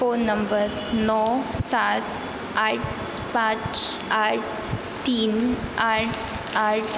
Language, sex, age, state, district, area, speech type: Hindi, female, 18-30, Madhya Pradesh, Hoshangabad, rural, read